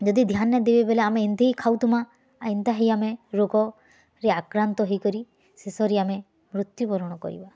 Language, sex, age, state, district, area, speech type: Odia, female, 18-30, Odisha, Bargarh, urban, spontaneous